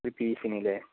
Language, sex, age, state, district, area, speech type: Malayalam, male, 45-60, Kerala, Palakkad, rural, conversation